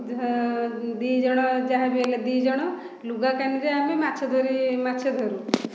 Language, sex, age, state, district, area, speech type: Odia, female, 45-60, Odisha, Khordha, rural, spontaneous